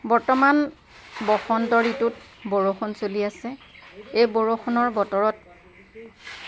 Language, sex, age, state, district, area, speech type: Assamese, female, 45-60, Assam, Lakhimpur, rural, spontaneous